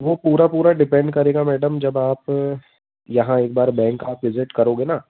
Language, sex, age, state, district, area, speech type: Hindi, male, 30-45, Madhya Pradesh, Jabalpur, urban, conversation